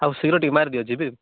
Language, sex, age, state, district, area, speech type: Odia, male, 18-30, Odisha, Malkangiri, urban, conversation